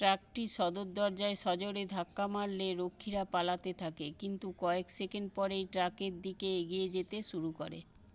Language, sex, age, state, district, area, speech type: Bengali, female, 60+, West Bengal, Paschim Medinipur, urban, read